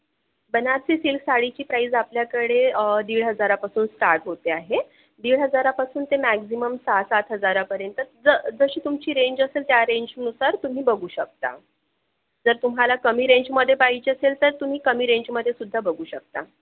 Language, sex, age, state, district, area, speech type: Marathi, female, 30-45, Maharashtra, Akola, urban, conversation